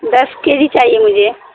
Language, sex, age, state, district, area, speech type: Urdu, female, 45-60, Bihar, Supaul, rural, conversation